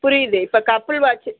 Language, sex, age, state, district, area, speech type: Tamil, female, 45-60, Tamil Nadu, Chennai, urban, conversation